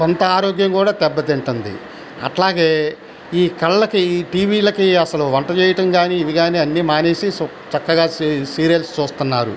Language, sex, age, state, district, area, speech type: Telugu, male, 60+, Andhra Pradesh, Bapatla, urban, spontaneous